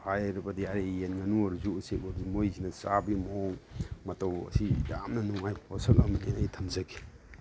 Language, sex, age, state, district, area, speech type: Manipuri, male, 60+, Manipur, Imphal East, rural, spontaneous